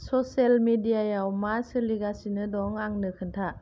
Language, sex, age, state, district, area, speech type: Bodo, female, 45-60, Assam, Kokrajhar, urban, read